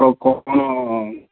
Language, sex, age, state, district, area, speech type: Odia, male, 45-60, Odisha, Balasore, rural, conversation